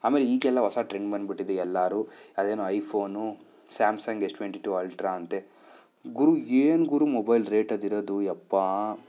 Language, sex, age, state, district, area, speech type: Kannada, male, 30-45, Karnataka, Chikkaballapur, urban, spontaneous